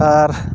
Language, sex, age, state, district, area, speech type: Santali, male, 30-45, West Bengal, Purulia, rural, spontaneous